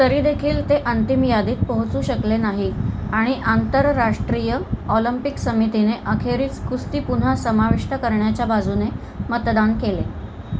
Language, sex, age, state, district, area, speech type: Marathi, female, 45-60, Maharashtra, Thane, rural, read